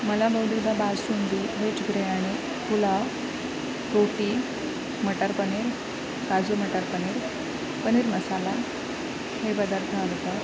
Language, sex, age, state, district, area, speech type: Marathi, female, 18-30, Maharashtra, Sindhudurg, rural, spontaneous